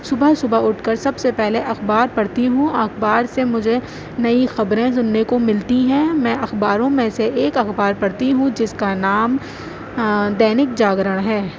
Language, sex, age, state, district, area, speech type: Urdu, female, 30-45, Uttar Pradesh, Aligarh, rural, spontaneous